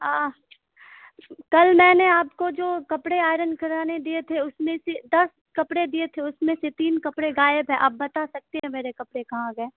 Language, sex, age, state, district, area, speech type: Urdu, female, 18-30, Bihar, Khagaria, rural, conversation